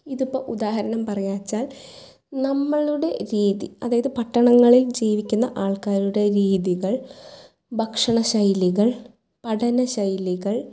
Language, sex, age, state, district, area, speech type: Malayalam, female, 18-30, Kerala, Thrissur, urban, spontaneous